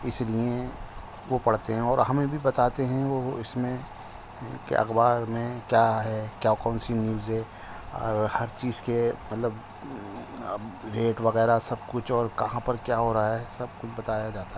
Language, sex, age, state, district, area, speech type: Urdu, male, 45-60, Delhi, Central Delhi, urban, spontaneous